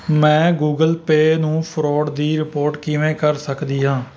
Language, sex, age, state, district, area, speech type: Punjabi, male, 30-45, Punjab, Rupnagar, rural, read